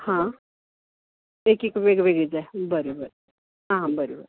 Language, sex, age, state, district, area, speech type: Goan Konkani, female, 45-60, Goa, Canacona, rural, conversation